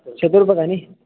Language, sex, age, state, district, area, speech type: Sanskrit, male, 18-30, Maharashtra, Buldhana, urban, conversation